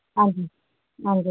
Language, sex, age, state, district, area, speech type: Dogri, female, 30-45, Jammu and Kashmir, Jammu, rural, conversation